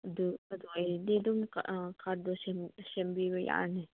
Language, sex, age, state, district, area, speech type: Manipuri, female, 30-45, Manipur, Senapati, urban, conversation